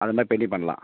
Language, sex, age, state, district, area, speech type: Tamil, male, 30-45, Tamil Nadu, Theni, rural, conversation